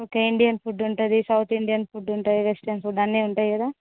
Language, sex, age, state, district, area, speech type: Telugu, female, 30-45, Andhra Pradesh, Visakhapatnam, urban, conversation